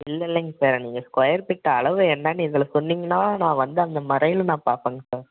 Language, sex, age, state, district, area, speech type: Tamil, male, 18-30, Tamil Nadu, Salem, rural, conversation